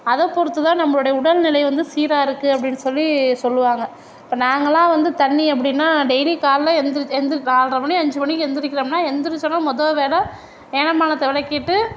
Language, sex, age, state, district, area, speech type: Tamil, female, 60+, Tamil Nadu, Mayiladuthurai, urban, spontaneous